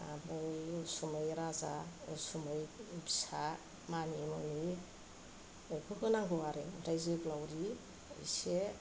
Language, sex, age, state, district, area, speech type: Bodo, female, 45-60, Assam, Kokrajhar, rural, spontaneous